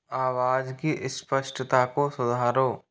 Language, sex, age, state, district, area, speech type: Hindi, male, 45-60, Rajasthan, Jodhpur, urban, read